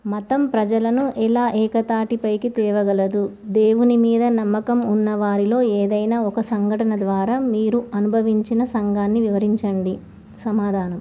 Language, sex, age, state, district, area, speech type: Telugu, female, 18-30, Telangana, Komaram Bheem, urban, spontaneous